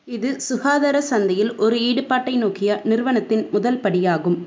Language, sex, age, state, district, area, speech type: Tamil, female, 45-60, Tamil Nadu, Pudukkottai, rural, read